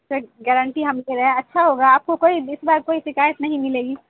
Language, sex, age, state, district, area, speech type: Urdu, female, 18-30, Bihar, Saharsa, rural, conversation